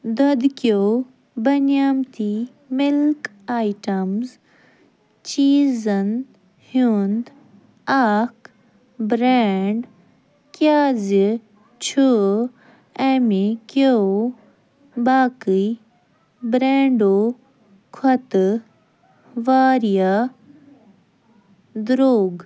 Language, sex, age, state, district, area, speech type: Kashmiri, female, 18-30, Jammu and Kashmir, Ganderbal, rural, read